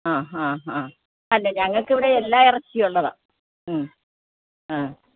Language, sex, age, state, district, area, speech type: Malayalam, female, 60+, Kerala, Alappuzha, rural, conversation